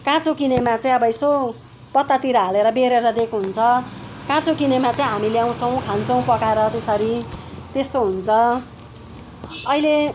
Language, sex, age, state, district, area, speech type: Nepali, female, 60+, West Bengal, Kalimpong, rural, spontaneous